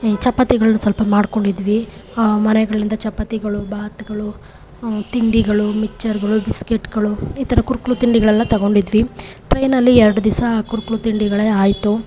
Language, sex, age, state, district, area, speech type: Kannada, female, 30-45, Karnataka, Chamarajanagar, rural, spontaneous